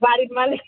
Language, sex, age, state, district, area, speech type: Bengali, female, 30-45, West Bengal, Birbhum, urban, conversation